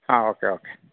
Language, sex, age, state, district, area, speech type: Malayalam, male, 45-60, Kerala, Kottayam, rural, conversation